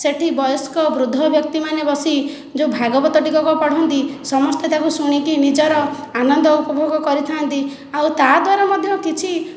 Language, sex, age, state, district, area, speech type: Odia, female, 30-45, Odisha, Khordha, rural, spontaneous